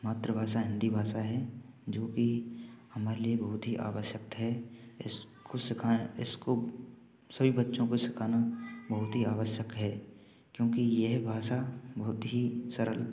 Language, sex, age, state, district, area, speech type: Hindi, male, 18-30, Rajasthan, Bharatpur, rural, spontaneous